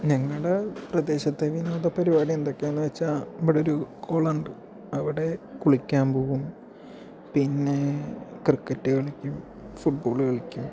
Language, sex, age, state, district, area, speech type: Malayalam, male, 30-45, Kerala, Palakkad, rural, spontaneous